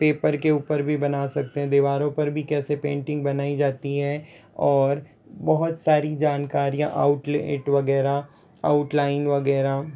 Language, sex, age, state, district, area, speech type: Hindi, male, 60+, Rajasthan, Jodhpur, rural, spontaneous